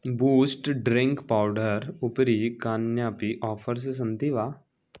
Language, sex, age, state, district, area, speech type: Sanskrit, male, 18-30, Bihar, Samastipur, rural, read